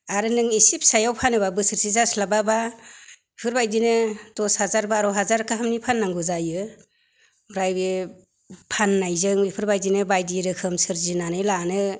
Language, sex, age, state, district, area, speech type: Bodo, female, 45-60, Assam, Chirang, rural, spontaneous